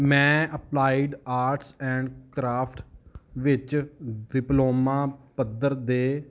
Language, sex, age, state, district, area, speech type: Punjabi, male, 30-45, Punjab, Gurdaspur, rural, read